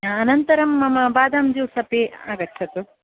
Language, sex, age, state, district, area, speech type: Sanskrit, female, 30-45, Kerala, Kasaragod, rural, conversation